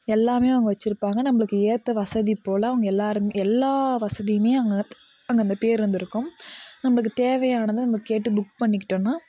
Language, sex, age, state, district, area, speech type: Tamil, female, 18-30, Tamil Nadu, Kallakurichi, urban, spontaneous